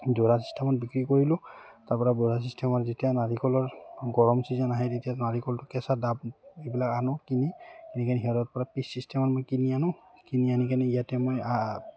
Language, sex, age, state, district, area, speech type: Assamese, male, 30-45, Assam, Udalguri, rural, spontaneous